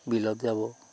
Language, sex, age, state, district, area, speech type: Assamese, male, 45-60, Assam, Sivasagar, rural, spontaneous